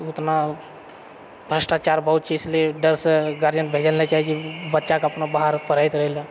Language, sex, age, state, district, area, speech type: Maithili, male, 45-60, Bihar, Purnia, rural, spontaneous